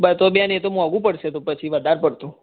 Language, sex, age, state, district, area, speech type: Gujarati, male, 18-30, Gujarat, Mehsana, rural, conversation